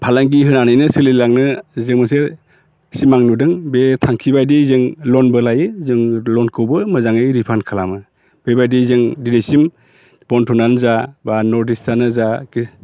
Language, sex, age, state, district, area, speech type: Bodo, male, 45-60, Assam, Baksa, rural, spontaneous